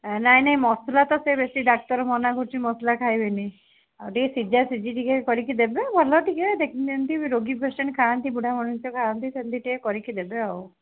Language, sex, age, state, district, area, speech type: Odia, female, 30-45, Odisha, Cuttack, urban, conversation